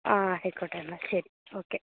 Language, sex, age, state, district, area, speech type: Malayalam, female, 30-45, Kerala, Wayanad, rural, conversation